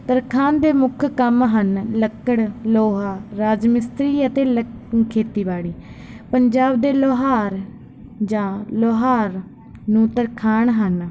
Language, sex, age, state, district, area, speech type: Punjabi, female, 18-30, Punjab, Barnala, rural, spontaneous